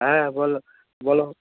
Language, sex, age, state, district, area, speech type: Bengali, male, 18-30, West Bengal, Alipurduar, rural, conversation